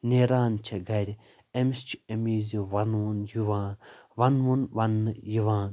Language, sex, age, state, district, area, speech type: Kashmiri, male, 18-30, Jammu and Kashmir, Baramulla, rural, spontaneous